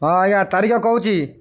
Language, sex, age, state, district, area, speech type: Odia, male, 45-60, Odisha, Jagatsinghpur, urban, spontaneous